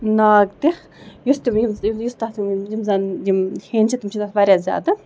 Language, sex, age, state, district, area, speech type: Kashmiri, female, 45-60, Jammu and Kashmir, Ganderbal, rural, spontaneous